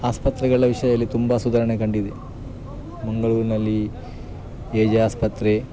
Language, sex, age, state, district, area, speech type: Kannada, male, 30-45, Karnataka, Dakshina Kannada, rural, spontaneous